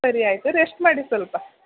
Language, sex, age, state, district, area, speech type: Kannada, female, 18-30, Karnataka, Mandya, rural, conversation